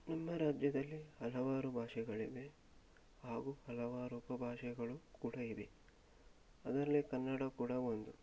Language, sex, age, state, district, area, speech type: Kannada, male, 18-30, Karnataka, Shimoga, rural, spontaneous